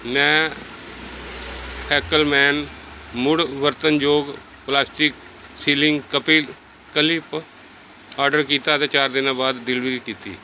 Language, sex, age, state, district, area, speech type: Punjabi, male, 60+, Punjab, Pathankot, urban, read